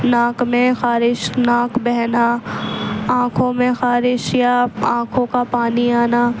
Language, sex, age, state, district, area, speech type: Urdu, female, 18-30, Delhi, East Delhi, urban, spontaneous